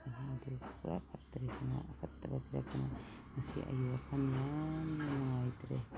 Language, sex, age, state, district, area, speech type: Manipuri, female, 60+, Manipur, Imphal East, rural, spontaneous